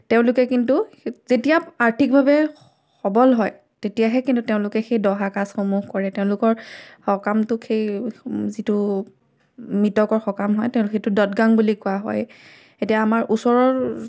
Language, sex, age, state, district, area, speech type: Assamese, female, 18-30, Assam, Majuli, urban, spontaneous